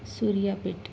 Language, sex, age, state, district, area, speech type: Urdu, female, 30-45, Telangana, Hyderabad, urban, spontaneous